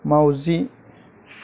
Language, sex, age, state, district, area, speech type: Bodo, male, 30-45, Assam, Chirang, rural, read